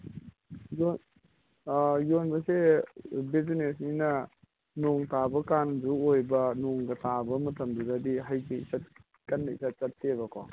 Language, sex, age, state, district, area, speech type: Manipuri, male, 45-60, Manipur, Imphal East, rural, conversation